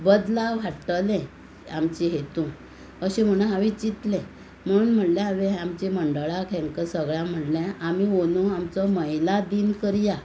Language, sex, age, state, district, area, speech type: Goan Konkani, female, 45-60, Goa, Tiswadi, rural, spontaneous